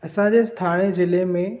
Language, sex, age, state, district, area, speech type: Sindhi, male, 18-30, Maharashtra, Thane, urban, spontaneous